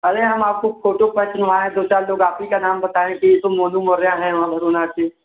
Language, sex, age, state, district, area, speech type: Hindi, male, 18-30, Uttar Pradesh, Mirzapur, rural, conversation